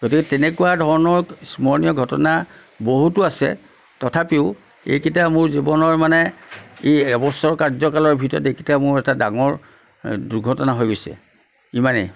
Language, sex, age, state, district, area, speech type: Assamese, male, 60+, Assam, Nagaon, rural, spontaneous